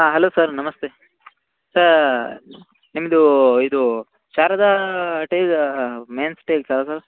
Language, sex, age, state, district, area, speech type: Kannada, male, 18-30, Karnataka, Uttara Kannada, rural, conversation